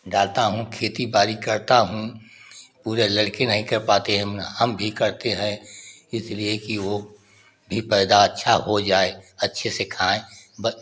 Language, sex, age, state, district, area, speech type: Hindi, male, 60+, Uttar Pradesh, Prayagraj, rural, spontaneous